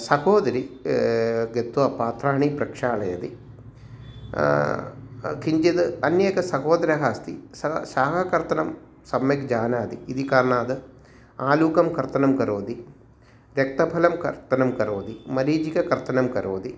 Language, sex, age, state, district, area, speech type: Sanskrit, male, 45-60, Kerala, Thrissur, urban, spontaneous